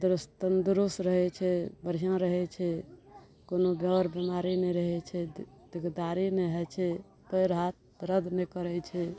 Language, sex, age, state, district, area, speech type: Maithili, female, 60+, Bihar, Araria, rural, spontaneous